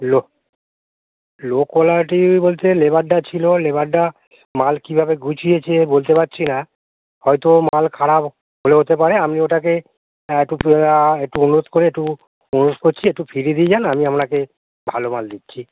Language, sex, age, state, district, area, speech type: Bengali, male, 45-60, West Bengal, Hooghly, rural, conversation